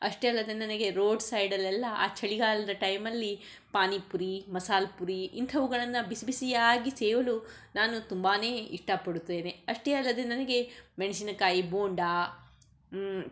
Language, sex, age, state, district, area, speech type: Kannada, female, 60+, Karnataka, Shimoga, rural, spontaneous